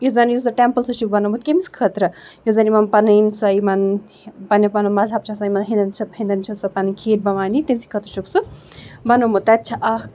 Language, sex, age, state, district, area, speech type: Kashmiri, female, 45-60, Jammu and Kashmir, Ganderbal, rural, spontaneous